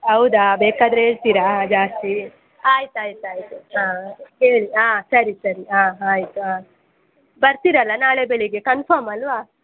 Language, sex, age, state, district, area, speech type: Kannada, female, 18-30, Karnataka, Chitradurga, rural, conversation